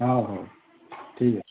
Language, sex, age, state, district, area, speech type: Odia, male, 60+, Odisha, Gajapati, rural, conversation